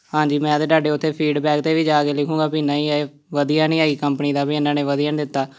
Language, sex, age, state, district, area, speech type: Punjabi, male, 18-30, Punjab, Amritsar, urban, spontaneous